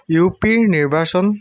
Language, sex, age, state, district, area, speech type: Assamese, male, 30-45, Assam, Tinsukia, rural, read